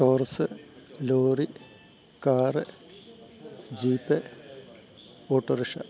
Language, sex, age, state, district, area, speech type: Malayalam, male, 60+, Kerala, Kottayam, urban, spontaneous